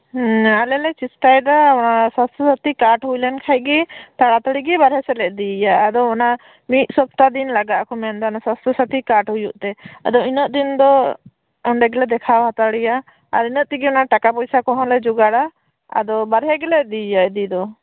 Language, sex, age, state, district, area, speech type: Santali, female, 30-45, West Bengal, Birbhum, rural, conversation